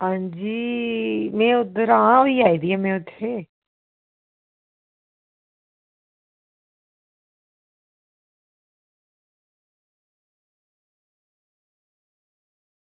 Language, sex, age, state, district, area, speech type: Dogri, female, 30-45, Jammu and Kashmir, Reasi, urban, conversation